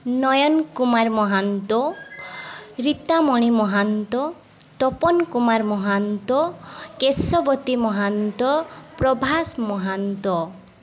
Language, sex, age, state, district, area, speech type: Odia, female, 18-30, Odisha, Mayurbhanj, rural, spontaneous